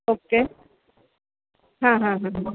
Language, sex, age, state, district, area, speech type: Marathi, female, 45-60, Maharashtra, Ahmednagar, rural, conversation